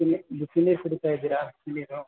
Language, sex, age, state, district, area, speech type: Kannada, male, 45-60, Karnataka, Ramanagara, urban, conversation